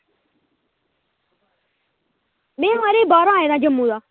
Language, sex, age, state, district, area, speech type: Dogri, male, 18-30, Jammu and Kashmir, Reasi, rural, conversation